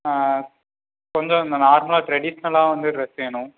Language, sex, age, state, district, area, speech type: Tamil, male, 18-30, Tamil Nadu, Erode, rural, conversation